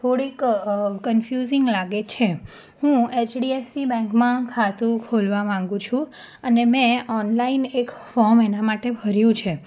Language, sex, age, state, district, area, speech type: Gujarati, female, 18-30, Gujarat, Anand, urban, spontaneous